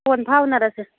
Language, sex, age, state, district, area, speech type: Manipuri, female, 45-60, Manipur, Churachandpur, urban, conversation